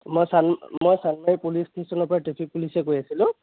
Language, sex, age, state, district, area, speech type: Assamese, male, 30-45, Assam, Kamrup Metropolitan, urban, conversation